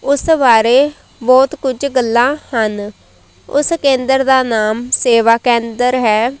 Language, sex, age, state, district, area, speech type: Punjabi, female, 18-30, Punjab, Shaheed Bhagat Singh Nagar, rural, spontaneous